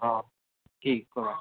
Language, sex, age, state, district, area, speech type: Assamese, male, 18-30, Assam, Tinsukia, urban, conversation